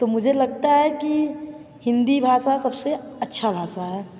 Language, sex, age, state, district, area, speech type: Hindi, female, 18-30, Uttar Pradesh, Mirzapur, rural, spontaneous